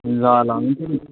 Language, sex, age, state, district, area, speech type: Nepali, male, 30-45, West Bengal, Alipurduar, urban, conversation